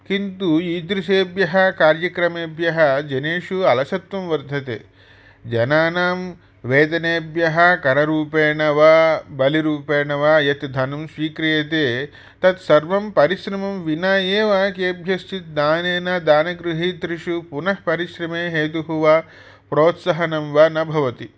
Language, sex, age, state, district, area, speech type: Sanskrit, male, 45-60, Andhra Pradesh, Chittoor, urban, spontaneous